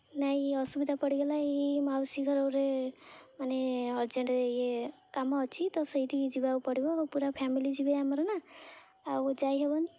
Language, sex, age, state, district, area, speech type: Odia, female, 18-30, Odisha, Jagatsinghpur, rural, spontaneous